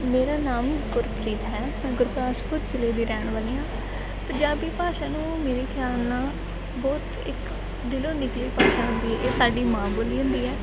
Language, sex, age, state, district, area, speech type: Punjabi, female, 18-30, Punjab, Gurdaspur, urban, spontaneous